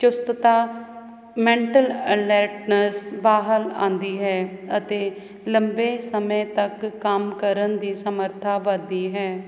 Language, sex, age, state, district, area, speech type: Punjabi, female, 30-45, Punjab, Hoshiarpur, urban, spontaneous